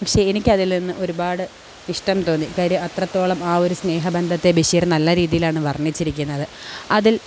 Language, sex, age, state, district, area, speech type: Malayalam, female, 18-30, Kerala, Kollam, urban, spontaneous